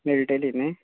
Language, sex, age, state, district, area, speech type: Goan Konkani, male, 18-30, Goa, Quepem, rural, conversation